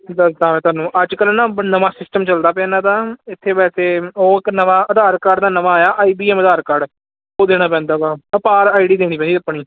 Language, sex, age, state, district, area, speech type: Punjabi, male, 18-30, Punjab, Ludhiana, urban, conversation